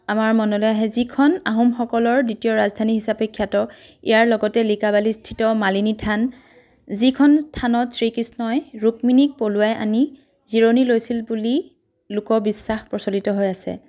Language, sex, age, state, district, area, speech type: Assamese, female, 30-45, Assam, Dhemaji, rural, spontaneous